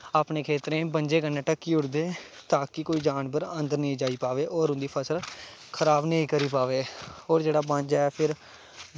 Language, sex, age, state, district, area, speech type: Dogri, male, 18-30, Jammu and Kashmir, Kathua, rural, spontaneous